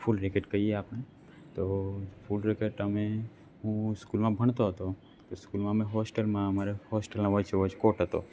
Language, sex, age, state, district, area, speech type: Gujarati, male, 18-30, Gujarat, Narmada, rural, spontaneous